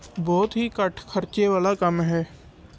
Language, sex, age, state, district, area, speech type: Punjabi, male, 18-30, Punjab, Patiala, urban, spontaneous